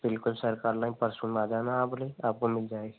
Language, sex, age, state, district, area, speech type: Hindi, male, 18-30, Rajasthan, Nagaur, rural, conversation